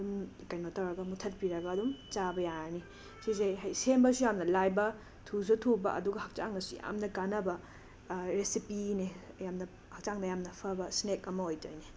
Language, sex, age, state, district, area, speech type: Manipuri, female, 18-30, Manipur, Imphal West, rural, spontaneous